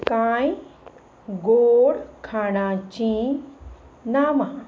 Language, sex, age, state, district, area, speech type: Goan Konkani, female, 45-60, Goa, Salcete, urban, spontaneous